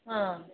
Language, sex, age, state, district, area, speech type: Manipuri, female, 45-60, Manipur, Ukhrul, rural, conversation